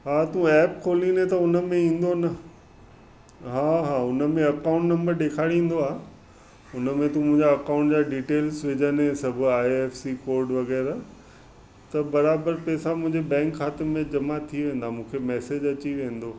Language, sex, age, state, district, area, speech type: Sindhi, male, 45-60, Maharashtra, Mumbai Suburban, urban, spontaneous